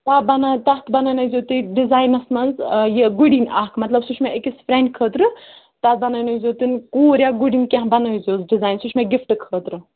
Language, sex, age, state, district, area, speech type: Kashmiri, female, 30-45, Jammu and Kashmir, Ganderbal, rural, conversation